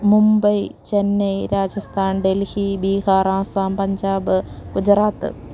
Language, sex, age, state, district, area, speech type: Malayalam, female, 30-45, Kerala, Malappuram, rural, spontaneous